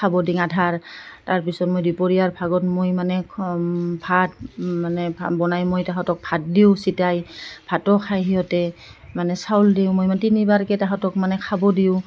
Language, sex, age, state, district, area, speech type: Assamese, female, 45-60, Assam, Goalpara, urban, spontaneous